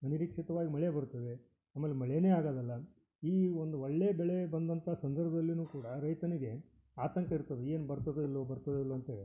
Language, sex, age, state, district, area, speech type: Kannada, male, 60+, Karnataka, Koppal, rural, spontaneous